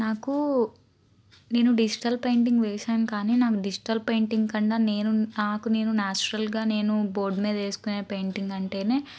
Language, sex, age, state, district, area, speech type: Telugu, female, 30-45, Andhra Pradesh, Guntur, urban, spontaneous